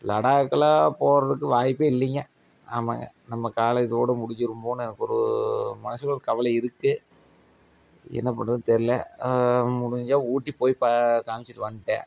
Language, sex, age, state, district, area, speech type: Tamil, male, 30-45, Tamil Nadu, Coimbatore, rural, spontaneous